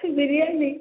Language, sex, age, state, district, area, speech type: Kannada, female, 18-30, Karnataka, Hassan, rural, conversation